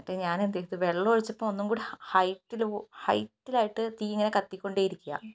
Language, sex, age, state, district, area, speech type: Malayalam, female, 18-30, Kerala, Wayanad, rural, spontaneous